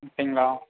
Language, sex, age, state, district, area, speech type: Tamil, male, 18-30, Tamil Nadu, Erode, rural, conversation